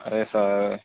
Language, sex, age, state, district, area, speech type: Telugu, male, 18-30, Andhra Pradesh, Guntur, urban, conversation